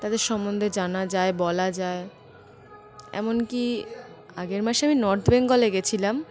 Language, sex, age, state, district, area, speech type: Bengali, female, 18-30, West Bengal, Birbhum, urban, spontaneous